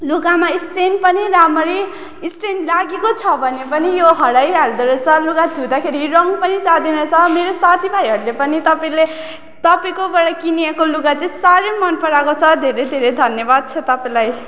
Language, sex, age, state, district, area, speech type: Nepali, female, 18-30, West Bengal, Darjeeling, rural, spontaneous